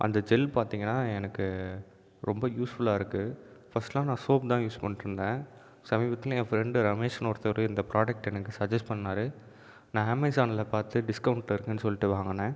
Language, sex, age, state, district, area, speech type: Tamil, male, 30-45, Tamil Nadu, Viluppuram, urban, spontaneous